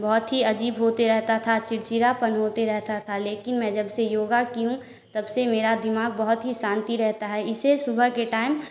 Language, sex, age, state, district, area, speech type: Hindi, female, 18-30, Bihar, Samastipur, rural, spontaneous